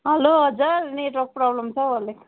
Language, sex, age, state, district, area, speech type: Nepali, female, 30-45, West Bengal, Darjeeling, rural, conversation